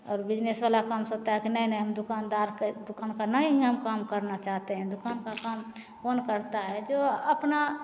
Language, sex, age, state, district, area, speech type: Hindi, female, 45-60, Bihar, Begusarai, urban, spontaneous